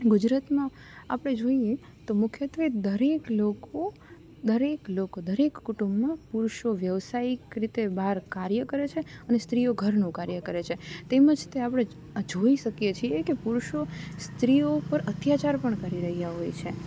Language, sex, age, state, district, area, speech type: Gujarati, female, 18-30, Gujarat, Rajkot, urban, spontaneous